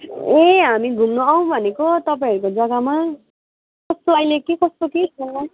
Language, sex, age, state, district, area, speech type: Nepali, female, 45-60, West Bengal, Darjeeling, rural, conversation